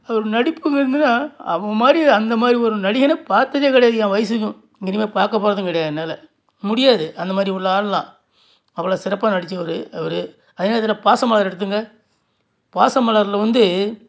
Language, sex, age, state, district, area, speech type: Tamil, male, 60+, Tamil Nadu, Nagapattinam, rural, spontaneous